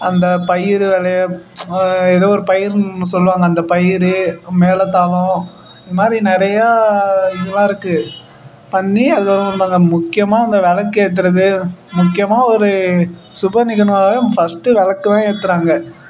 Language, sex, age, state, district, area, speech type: Tamil, male, 18-30, Tamil Nadu, Perambalur, rural, spontaneous